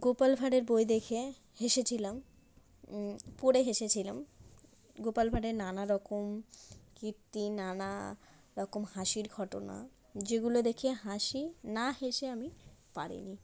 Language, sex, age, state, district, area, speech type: Bengali, female, 30-45, West Bengal, South 24 Parganas, rural, spontaneous